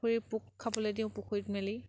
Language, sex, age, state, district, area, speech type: Assamese, female, 18-30, Assam, Sivasagar, rural, spontaneous